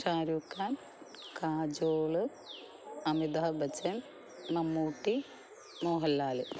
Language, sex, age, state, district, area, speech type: Malayalam, female, 45-60, Kerala, Alappuzha, rural, spontaneous